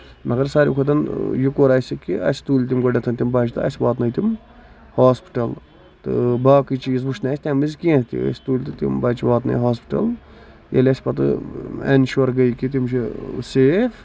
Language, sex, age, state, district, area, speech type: Kashmiri, male, 18-30, Jammu and Kashmir, Budgam, rural, spontaneous